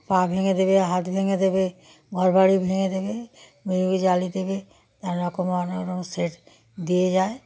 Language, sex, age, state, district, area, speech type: Bengali, female, 60+, West Bengal, Darjeeling, rural, spontaneous